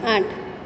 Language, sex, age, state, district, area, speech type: Gujarati, female, 30-45, Gujarat, Surat, urban, read